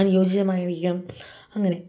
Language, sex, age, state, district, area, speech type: Malayalam, female, 30-45, Kerala, Kozhikode, rural, spontaneous